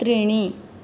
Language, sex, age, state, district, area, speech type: Sanskrit, female, 18-30, Manipur, Kangpokpi, rural, read